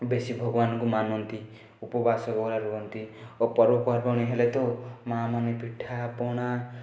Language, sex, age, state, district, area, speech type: Odia, male, 18-30, Odisha, Rayagada, urban, spontaneous